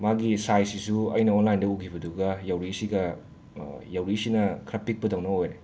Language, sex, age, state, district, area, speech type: Manipuri, male, 30-45, Manipur, Imphal West, urban, spontaneous